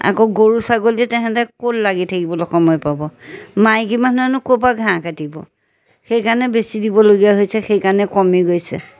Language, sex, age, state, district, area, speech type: Assamese, female, 60+, Assam, Majuli, urban, spontaneous